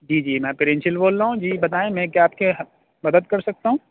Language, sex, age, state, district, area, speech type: Urdu, male, 30-45, Uttar Pradesh, Aligarh, urban, conversation